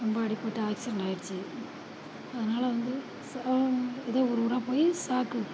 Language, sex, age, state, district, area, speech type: Tamil, female, 60+, Tamil Nadu, Perambalur, rural, spontaneous